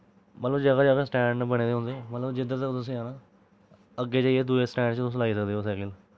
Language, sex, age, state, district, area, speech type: Dogri, male, 18-30, Jammu and Kashmir, Jammu, urban, spontaneous